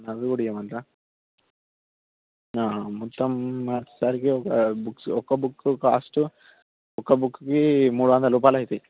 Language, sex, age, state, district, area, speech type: Telugu, male, 18-30, Telangana, Jangaon, urban, conversation